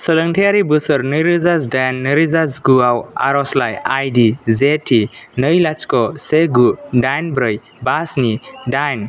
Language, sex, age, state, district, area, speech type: Bodo, male, 18-30, Assam, Kokrajhar, rural, read